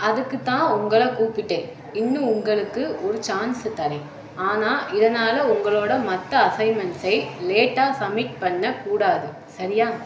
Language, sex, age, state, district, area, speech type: Tamil, female, 30-45, Tamil Nadu, Madurai, urban, read